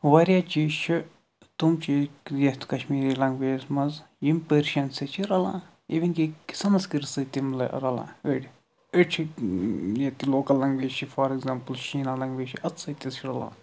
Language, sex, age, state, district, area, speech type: Kashmiri, male, 45-60, Jammu and Kashmir, Budgam, rural, spontaneous